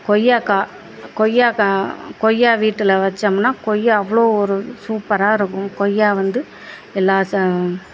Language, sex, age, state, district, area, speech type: Tamil, female, 45-60, Tamil Nadu, Perambalur, rural, spontaneous